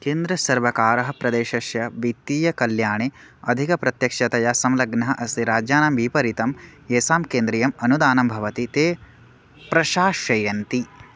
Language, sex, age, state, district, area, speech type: Sanskrit, male, 18-30, Odisha, Bargarh, rural, read